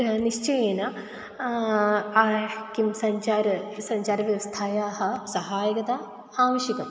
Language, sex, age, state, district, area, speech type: Sanskrit, female, 18-30, Kerala, Kozhikode, urban, spontaneous